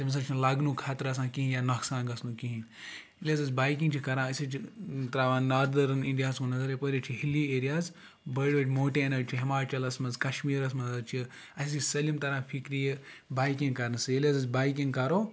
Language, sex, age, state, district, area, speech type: Kashmiri, male, 18-30, Jammu and Kashmir, Ganderbal, rural, spontaneous